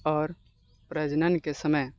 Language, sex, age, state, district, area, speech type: Maithili, male, 18-30, Bihar, Purnia, rural, spontaneous